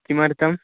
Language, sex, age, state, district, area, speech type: Sanskrit, male, 18-30, Karnataka, Chikkamagaluru, rural, conversation